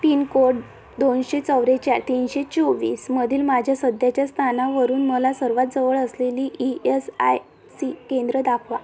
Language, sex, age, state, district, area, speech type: Marathi, female, 18-30, Maharashtra, Amravati, rural, read